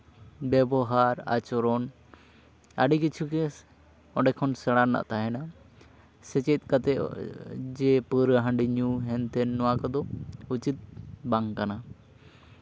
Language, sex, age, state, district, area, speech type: Santali, male, 18-30, West Bengal, Jhargram, rural, spontaneous